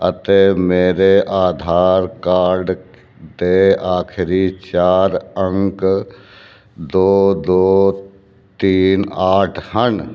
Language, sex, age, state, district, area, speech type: Punjabi, male, 60+, Punjab, Fazilka, rural, read